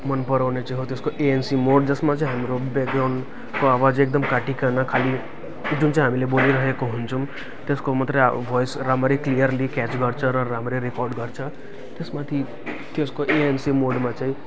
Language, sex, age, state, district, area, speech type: Nepali, male, 18-30, West Bengal, Jalpaiguri, rural, spontaneous